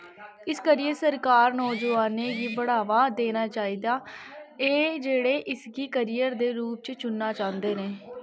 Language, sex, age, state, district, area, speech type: Dogri, female, 18-30, Jammu and Kashmir, Kathua, rural, read